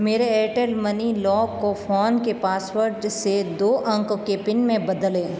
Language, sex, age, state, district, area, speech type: Hindi, female, 30-45, Rajasthan, Jodhpur, urban, read